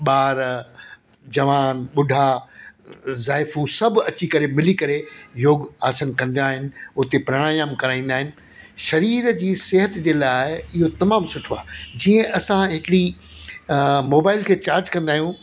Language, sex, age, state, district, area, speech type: Sindhi, male, 60+, Delhi, South Delhi, urban, spontaneous